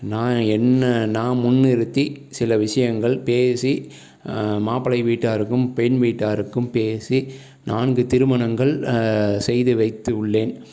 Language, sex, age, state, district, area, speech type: Tamil, male, 30-45, Tamil Nadu, Salem, urban, spontaneous